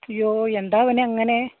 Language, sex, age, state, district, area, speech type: Malayalam, female, 60+, Kerala, Malappuram, rural, conversation